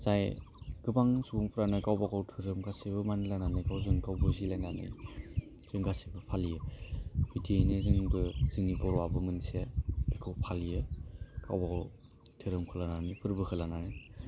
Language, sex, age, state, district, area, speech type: Bodo, male, 18-30, Assam, Udalguri, urban, spontaneous